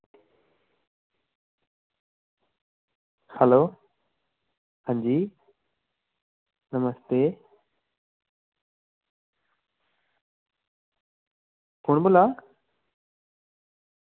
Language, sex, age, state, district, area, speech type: Dogri, male, 18-30, Jammu and Kashmir, Samba, rural, conversation